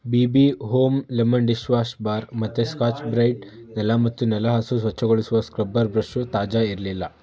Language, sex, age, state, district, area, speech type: Kannada, male, 18-30, Karnataka, Shimoga, rural, read